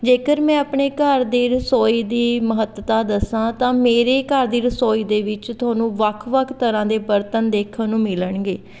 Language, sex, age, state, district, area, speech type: Punjabi, female, 30-45, Punjab, Fatehgarh Sahib, urban, spontaneous